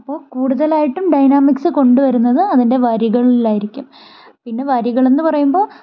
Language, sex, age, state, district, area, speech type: Malayalam, female, 18-30, Kerala, Thiruvananthapuram, rural, spontaneous